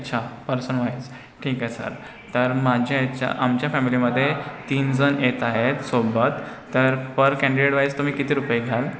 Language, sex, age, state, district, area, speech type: Marathi, female, 18-30, Maharashtra, Nagpur, urban, spontaneous